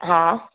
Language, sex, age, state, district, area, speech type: Sindhi, female, 30-45, Gujarat, Kutch, rural, conversation